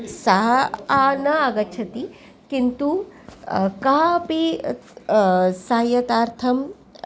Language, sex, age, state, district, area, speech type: Sanskrit, female, 45-60, Maharashtra, Nagpur, urban, spontaneous